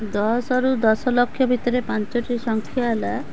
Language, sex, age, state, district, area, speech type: Odia, female, 45-60, Odisha, Cuttack, urban, spontaneous